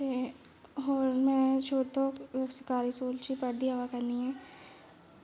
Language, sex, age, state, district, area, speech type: Dogri, female, 18-30, Jammu and Kashmir, Kathua, rural, spontaneous